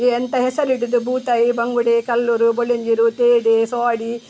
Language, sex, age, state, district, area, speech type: Kannada, female, 60+, Karnataka, Udupi, rural, spontaneous